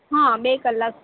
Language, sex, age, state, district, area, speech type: Gujarati, female, 18-30, Gujarat, Valsad, rural, conversation